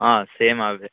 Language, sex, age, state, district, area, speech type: Telugu, male, 18-30, Telangana, Nirmal, rural, conversation